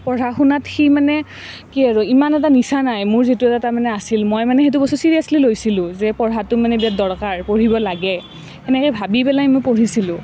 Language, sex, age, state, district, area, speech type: Assamese, female, 18-30, Assam, Nalbari, rural, spontaneous